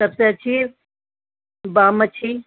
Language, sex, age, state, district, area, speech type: Urdu, female, 60+, Delhi, Central Delhi, urban, conversation